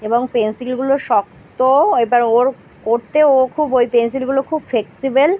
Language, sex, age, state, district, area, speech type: Bengali, female, 30-45, West Bengal, Kolkata, urban, spontaneous